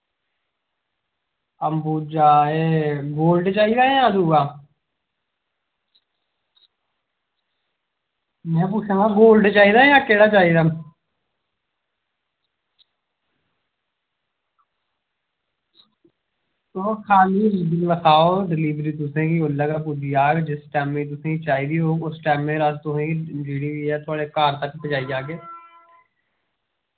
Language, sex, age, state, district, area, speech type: Dogri, male, 18-30, Jammu and Kashmir, Jammu, rural, conversation